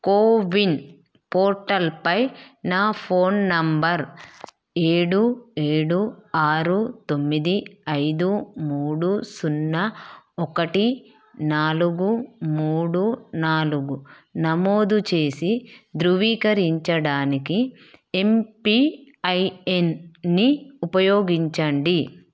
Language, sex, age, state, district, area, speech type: Telugu, female, 30-45, Telangana, Peddapalli, rural, read